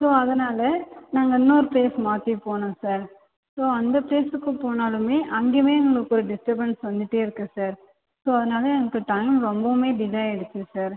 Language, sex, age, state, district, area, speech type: Tamil, female, 18-30, Tamil Nadu, Viluppuram, urban, conversation